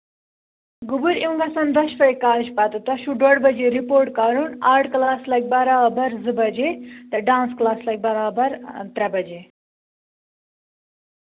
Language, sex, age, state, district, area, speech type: Kashmiri, female, 18-30, Jammu and Kashmir, Budgam, rural, conversation